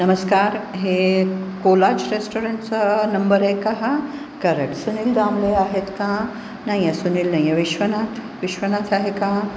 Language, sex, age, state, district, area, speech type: Marathi, female, 60+, Maharashtra, Pune, urban, spontaneous